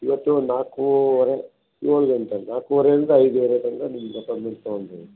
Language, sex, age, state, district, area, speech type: Kannada, male, 60+, Karnataka, Shimoga, rural, conversation